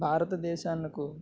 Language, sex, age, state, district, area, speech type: Telugu, male, 18-30, Andhra Pradesh, N T Rama Rao, urban, spontaneous